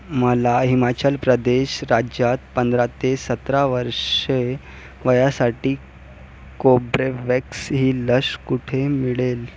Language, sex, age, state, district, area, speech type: Marathi, male, 18-30, Maharashtra, Nagpur, urban, read